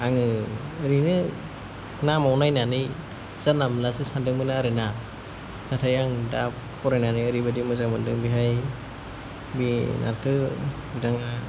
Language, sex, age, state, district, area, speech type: Bodo, male, 18-30, Assam, Kokrajhar, rural, spontaneous